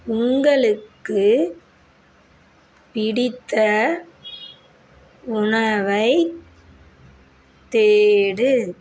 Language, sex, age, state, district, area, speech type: Tamil, female, 30-45, Tamil Nadu, Perambalur, rural, read